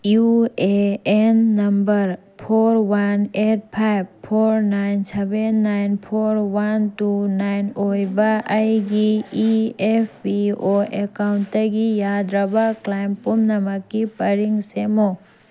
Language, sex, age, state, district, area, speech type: Manipuri, female, 18-30, Manipur, Tengnoupal, urban, read